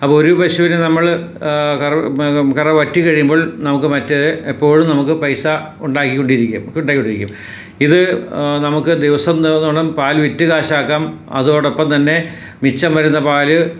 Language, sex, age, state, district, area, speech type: Malayalam, male, 60+, Kerala, Ernakulam, rural, spontaneous